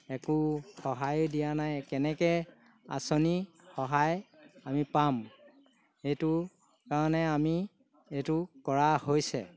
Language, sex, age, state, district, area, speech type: Assamese, male, 60+, Assam, Golaghat, rural, spontaneous